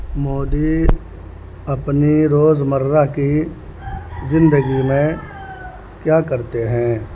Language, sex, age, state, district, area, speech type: Urdu, male, 18-30, Bihar, Purnia, rural, read